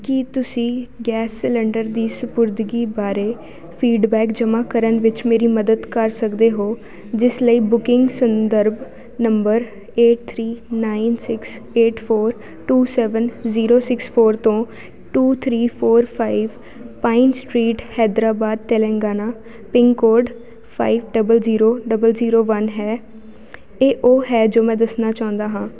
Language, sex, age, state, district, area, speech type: Punjabi, female, 18-30, Punjab, Jalandhar, urban, read